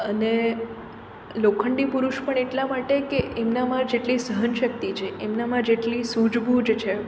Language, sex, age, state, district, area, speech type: Gujarati, female, 18-30, Gujarat, Surat, urban, spontaneous